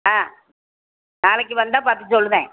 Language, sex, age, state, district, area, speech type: Tamil, female, 60+, Tamil Nadu, Thoothukudi, rural, conversation